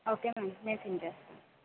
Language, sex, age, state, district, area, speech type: Telugu, female, 30-45, Andhra Pradesh, Kakinada, urban, conversation